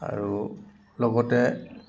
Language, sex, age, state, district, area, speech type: Assamese, male, 60+, Assam, Dibrugarh, urban, spontaneous